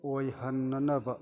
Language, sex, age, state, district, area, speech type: Manipuri, male, 60+, Manipur, Chandel, rural, read